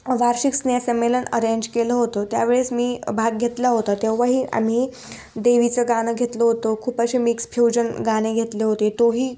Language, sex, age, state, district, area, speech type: Marathi, female, 18-30, Maharashtra, Ahmednagar, rural, spontaneous